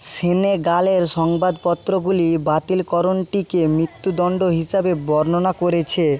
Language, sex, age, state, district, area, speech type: Bengali, male, 30-45, West Bengal, Jhargram, rural, read